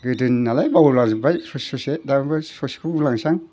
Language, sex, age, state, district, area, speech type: Bodo, male, 60+, Assam, Udalguri, rural, spontaneous